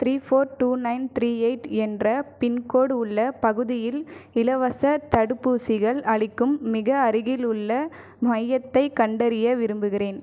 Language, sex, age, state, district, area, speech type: Tamil, female, 18-30, Tamil Nadu, Viluppuram, urban, read